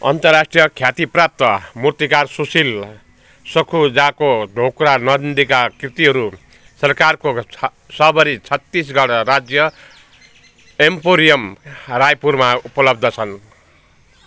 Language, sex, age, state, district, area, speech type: Nepali, male, 60+, West Bengal, Jalpaiguri, urban, read